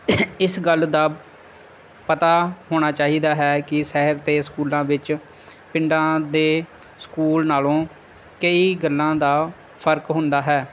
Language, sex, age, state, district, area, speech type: Punjabi, male, 30-45, Punjab, Pathankot, rural, spontaneous